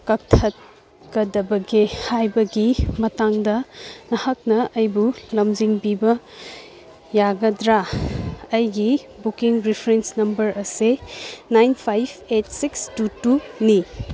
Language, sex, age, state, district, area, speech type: Manipuri, female, 18-30, Manipur, Kangpokpi, urban, read